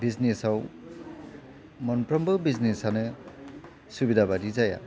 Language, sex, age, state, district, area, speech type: Bodo, male, 45-60, Assam, Chirang, urban, spontaneous